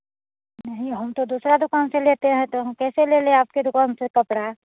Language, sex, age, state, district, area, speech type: Hindi, female, 45-60, Bihar, Muzaffarpur, urban, conversation